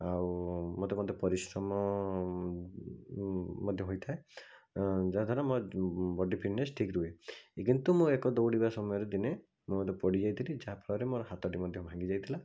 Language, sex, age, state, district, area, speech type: Odia, male, 18-30, Odisha, Bhadrak, rural, spontaneous